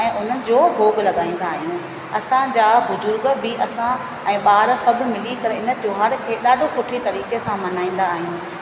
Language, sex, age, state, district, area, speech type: Sindhi, female, 30-45, Rajasthan, Ajmer, rural, spontaneous